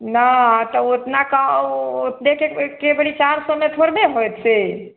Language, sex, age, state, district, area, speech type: Maithili, female, 60+, Bihar, Sitamarhi, rural, conversation